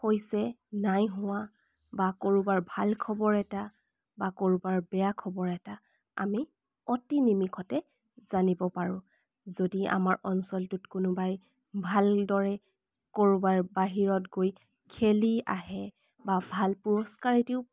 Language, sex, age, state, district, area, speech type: Assamese, female, 18-30, Assam, Charaideo, urban, spontaneous